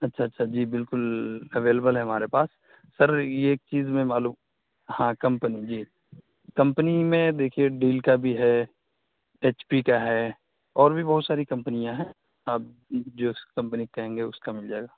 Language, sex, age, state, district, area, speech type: Urdu, male, 18-30, Uttar Pradesh, Saharanpur, urban, conversation